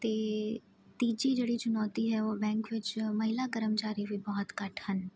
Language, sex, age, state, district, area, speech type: Punjabi, female, 30-45, Punjab, Jalandhar, urban, spontaneous